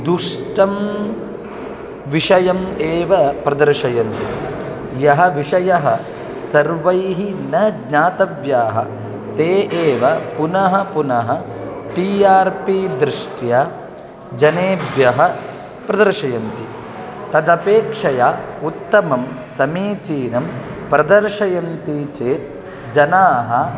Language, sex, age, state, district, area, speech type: Sanskrit, male, 30-45, Kerala, Kasaragod, rural, spontaneous